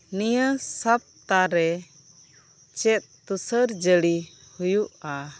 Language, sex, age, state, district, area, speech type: Santali, female, 18-30, West Bengal, Birbhum, rural, read